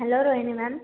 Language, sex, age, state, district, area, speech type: Marathi, female, 18-30, Maharashtra, Washim, rural, conversation